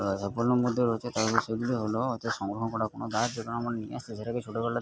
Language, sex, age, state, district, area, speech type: Bengali, male, 30-45, West Bengal, Purba Bardhaman, urban, spontaneous